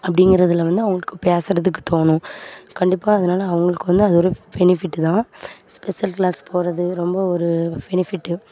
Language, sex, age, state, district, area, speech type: Tamil, female, 18-30, Tamil Nadu, Thoothukudi, rural, spontaneous